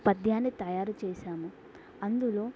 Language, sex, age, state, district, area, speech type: Telugu, female, 18-30, Telangana, Mulugu, rural, spontaneous